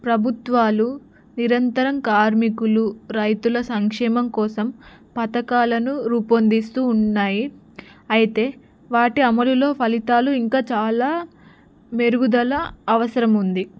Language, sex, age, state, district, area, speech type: Telugu, female, 18-30, Telangana, Narayanpet, rural, spontaneous